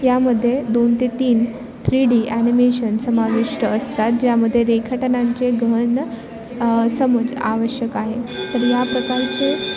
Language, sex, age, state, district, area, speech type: Marathi, female, 18-30, Maharashtra, Bhandara, rural, spontaneous